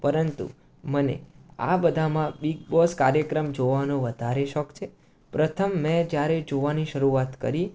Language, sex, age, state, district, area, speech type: Gujarati, male, 18-30, Gujarat, Mehsana, urban, spontaneous